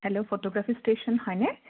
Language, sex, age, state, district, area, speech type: Assamese, female, 30-45, Assam, Majuli, urban, conversation